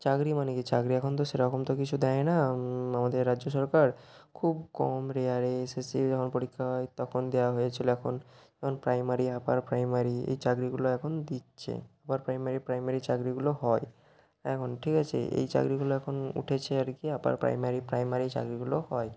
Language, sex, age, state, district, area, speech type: Bengali, male, 18-30, West Bengal, Hooghly, urban, spontaneous